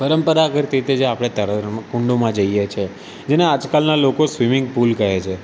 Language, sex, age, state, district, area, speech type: Gujarati, male, 18-30, Gujarat, Surat, urban, spontaneous